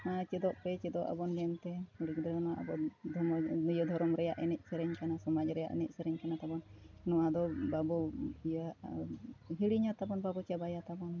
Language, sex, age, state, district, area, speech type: Santali, female, 45-60, Jharkhand, Bokaro, rural, spontaneous